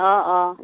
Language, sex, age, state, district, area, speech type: Assamese, female, 30-45, Assam, Darrang, rural, conversation